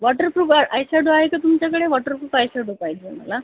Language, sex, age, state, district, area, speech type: Marathi, female, 30-45, Maharashtra, Amravati, urban, conversation